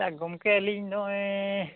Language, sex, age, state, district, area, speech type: Santali, male, 45-60, Odisha, Mayurbhanj, rural, conversation